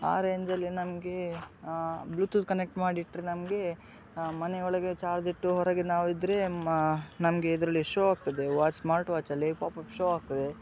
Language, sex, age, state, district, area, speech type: Kannada, male, 18-30, Karnataka, Udupi, rural, spontaneous